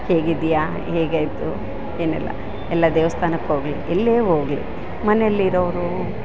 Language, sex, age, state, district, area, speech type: Kannada, female, 45-60, Karnataka, Bellary, urban, spontaneous